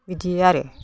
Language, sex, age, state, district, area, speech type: Bodo, female, 60+, Assam, Udalguri, rural, spontaneous